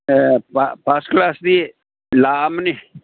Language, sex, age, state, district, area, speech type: Manipuri, male, 60+, Manipur, Imphal East, rural, conversation